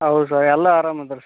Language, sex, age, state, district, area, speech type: Kannada, male, 30-45, Karnataka, Raichur, rural, conversation